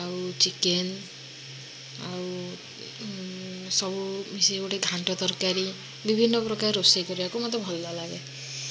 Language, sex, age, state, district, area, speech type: Odia, female, 18-30, Odisha, Kendujhar, urban, spontaneous